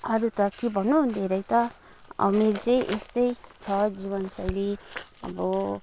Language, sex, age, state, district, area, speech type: Nepali, female, 30-45, West Bengal, Kalimpong, rural, spontaneous